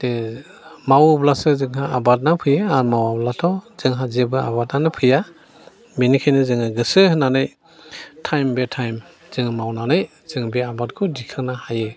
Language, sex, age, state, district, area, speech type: Bodo, male, 60+, Assam, Chirang, rural, spontaneous